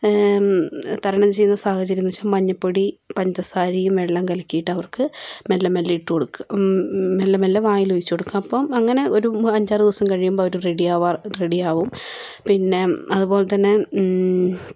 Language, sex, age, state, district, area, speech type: Malayalam, female, 18-30, Kerala, Wayanad, rural, spontaneous